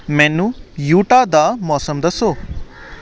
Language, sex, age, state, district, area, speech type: Punjabi, male, 18-30, Punjab, Hoshiarpur, urban, read